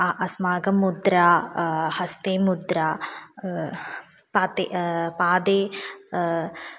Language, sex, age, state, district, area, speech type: Sanskrit, female, 18-30, Kerala, Malappuram, rural, spontaneous